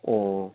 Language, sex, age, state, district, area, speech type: Manipuri, male, 45-60, Manipur, Kakching, rural, conversation